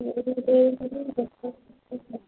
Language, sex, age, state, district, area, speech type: Manipuri, female, 30-45, Manipur, Kangpokpi, urban, conversation